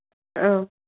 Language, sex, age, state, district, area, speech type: Bodo, female, 45-60, Assam, Chirang, rural, conversation